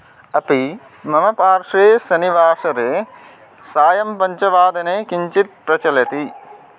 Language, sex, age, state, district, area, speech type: Sanskrit, male, 18-30, Odisha, Balangir, rural, read